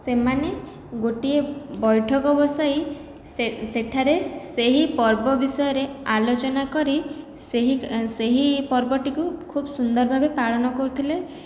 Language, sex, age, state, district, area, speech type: Odia, female, 18-30, Odisha, Khordha, rural, spontaneous